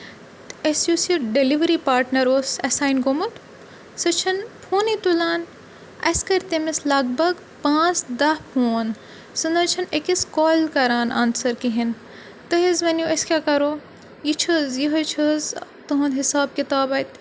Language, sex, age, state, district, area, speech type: Kashmiri, female, 18-30, Jammu and Kashmir, Kupwara, urban, spontaneous